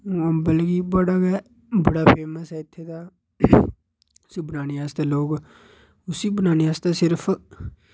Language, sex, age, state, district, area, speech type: Dogri, male, 18-30, Jammu and Kashmir, Udhampur, rural, spontaneous